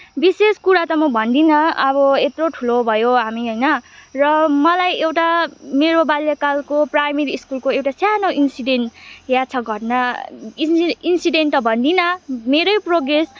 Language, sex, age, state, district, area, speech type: Nepali, female, 18-30, West Bengal, Kalimpong, rural, spontaneous